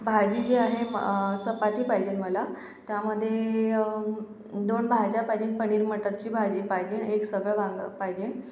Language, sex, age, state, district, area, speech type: Marathi, female, 45-60, Maharashtra, Yavatmal, urban, spontaneous